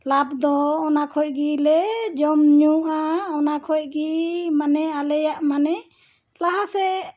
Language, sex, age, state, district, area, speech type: Santali, female, 60+, Jharkhand, Bokaro, rural, spontaneous